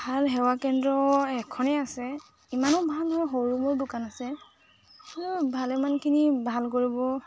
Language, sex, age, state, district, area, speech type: Assamese, female, 30-45, Assam, Tinsukia, urban, spontaneous